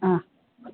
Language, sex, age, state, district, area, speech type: Sanskrit, female, 60+, Kerala, Kannur, urban, conversation